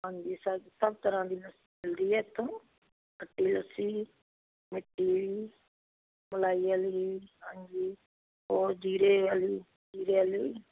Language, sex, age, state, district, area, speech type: Punjabi, female, 60+, Punjab, Fazilka, rural, conversation